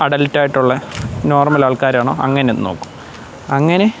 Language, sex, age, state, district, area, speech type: Malayalam, male, 18-30, Kerala, Pathanamthitta, rural, spontaneous